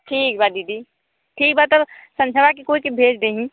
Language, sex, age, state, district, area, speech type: Hindi, female, 45-60, Uttar Pradesh, Mirzapur, urban, conversation